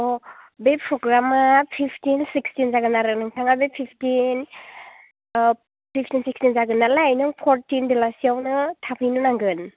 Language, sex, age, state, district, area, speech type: Bodo, female, 18-30, Assam, Chirang, rural, conversation